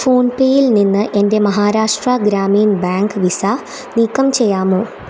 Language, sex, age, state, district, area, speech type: Malayalam, female, 18-30, Kerala, Thrissur, rural, read